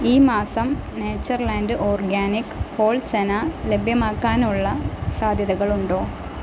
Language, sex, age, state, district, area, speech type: Malayalam, female, 18-30, Kerala, Malappuram, rural, read